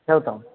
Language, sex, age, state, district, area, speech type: Marathi, male, 18-30, Maharashtra, Ahmednagar, rural, conversation